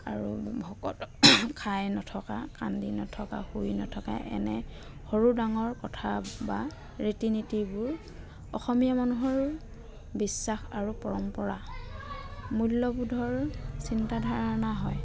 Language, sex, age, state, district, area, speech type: Assamese, female, 30-45, Assam, Dhemaji, rural, spontaneous